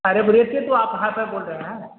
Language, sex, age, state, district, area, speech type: Urdu, male, 60+, Bihar, Supaul, rural, conversation